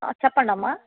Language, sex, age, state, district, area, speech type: Telugu, female, 60+, Andhra Pradesh, Krishna, rural, conversation